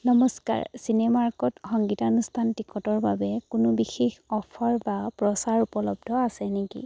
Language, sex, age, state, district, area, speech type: Assamese, female, 18-30, Assam, Charaideo, rural, read